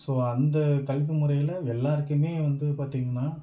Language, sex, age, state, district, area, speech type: Tamil, male, 45-60, Tamil Nadu, Mayiladuthurai, rural, spontaneous